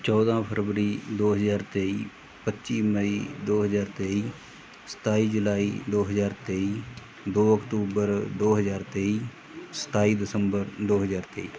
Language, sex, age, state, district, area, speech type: Punjabi, male, 45-60, Punjab, Mohali, rural, spontaneous